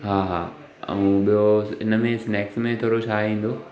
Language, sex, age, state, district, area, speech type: Sindhi, male, 18-30, Maharashtra, Thane, urban, spontaneous